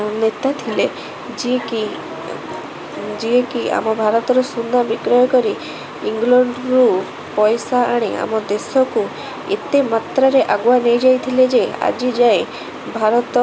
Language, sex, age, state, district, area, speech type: Odia, female, 18-30, Odisha, Cuttack, urban, spontaneous